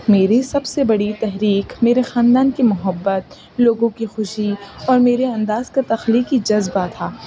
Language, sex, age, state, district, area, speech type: Urdu, female, 18-30, Uttar Pradesh, Rampur, urban, spontaneous